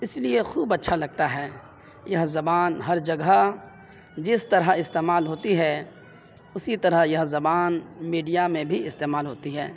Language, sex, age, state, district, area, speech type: Urdu, male, 30-45, Bihar, Purnia, rural, spontaneous